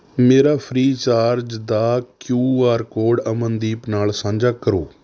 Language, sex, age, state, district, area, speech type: Punjabi, male, 30-45, Punjab, Rupnagar, rural, read